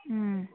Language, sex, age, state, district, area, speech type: Manipuri, female, 30-45, Manipur, Imphal East, rural, conversation